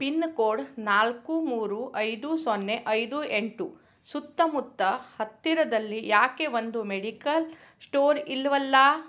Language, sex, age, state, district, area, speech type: Kannada, female, 60+, Karnataka, Shimoga, rural, read